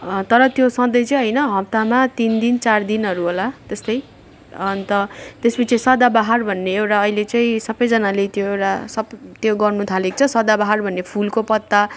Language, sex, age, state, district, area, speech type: Nepali, female, 45-60, West Bengal, Darjeeling, rural, spontaneous